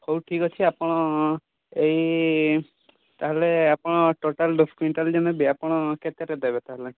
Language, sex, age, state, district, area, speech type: Odia, male, 18-30, Odisha, Mayurbhanj, rural, conversation